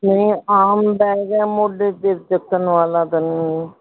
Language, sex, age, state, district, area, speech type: Punjabi, female, 60+, Punjab, Mohali, urban, conversation